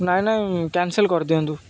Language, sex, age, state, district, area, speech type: Odia, male, 18-30, Odisha, Jagatsinghpur, rural, spontaneous